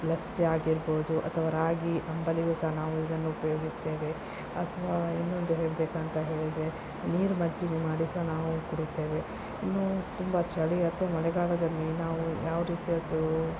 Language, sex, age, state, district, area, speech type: Kannada, female, 30-45, Karnataka, Shimoga, rural, spontaneous